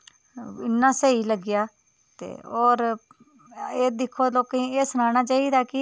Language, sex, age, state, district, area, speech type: Dogri, female, 30-45, Jammu and Kashmir, Udhampur, rural, spontaneous